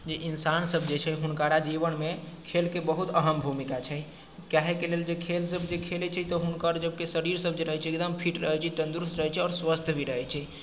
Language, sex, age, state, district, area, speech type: Maithili, male, 45-60, Bihar, Sitamarhi, urban, spontaneous